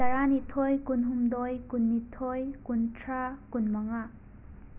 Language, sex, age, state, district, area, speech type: Manipuri, female, 18-30, Manipur, Imphal West, rural, spontaneous